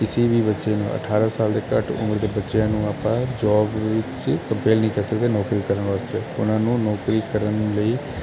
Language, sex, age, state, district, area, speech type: Punjabi, male, 30-45, Punjab, Kapurthala, urban, spontaneous